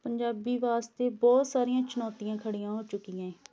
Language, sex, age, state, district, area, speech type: Punjabi, female, 18-30, Punjab, Tarn Taran, rural, spontaneous